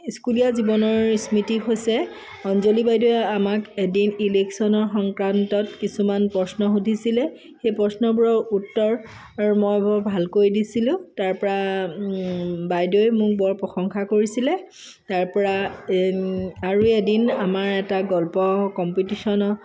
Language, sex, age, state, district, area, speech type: Assamese, female, 45-60, Assam, Sivasagar, rural, spontaneous